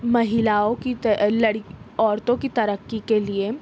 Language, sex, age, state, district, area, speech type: Urdu, female, 18-30, Maharashtra, Nashik, urban, spontaneous